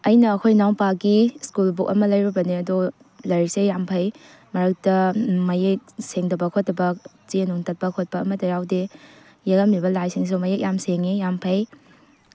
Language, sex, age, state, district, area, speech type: Manipuri, female, 18-30, Manipur, Tengnoupal, rural, spontaneous